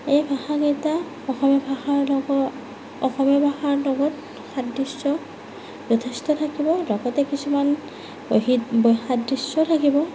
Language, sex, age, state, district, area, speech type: Assamese, female, 18-30, Assam, Morigaon, rural, spontaneous